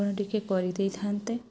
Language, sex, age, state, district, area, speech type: Odia, female, 18-30, Odisha, Sundergarh, urban, spontaneous